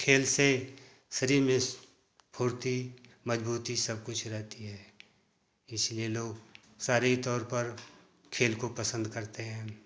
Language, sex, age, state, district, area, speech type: Hindi, male, 60+, Uttar Pradesh, Ghazipur, rural, spontaneous